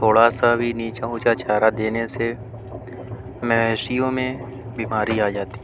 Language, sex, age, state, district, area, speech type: Urdu, male, 30-45, Uttar Pradesh, Mau, urban, spontaneous